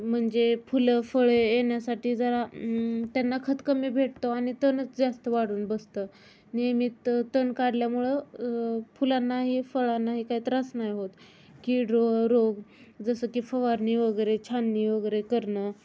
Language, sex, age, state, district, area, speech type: Marathi, female, 18-30, Maharashtra, Osmanabad, rural, spontaneous